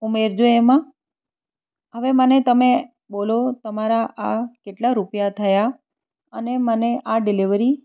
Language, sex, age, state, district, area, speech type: Gujarati, female, 45-60, Gujarat, Anand, urban, spontaneous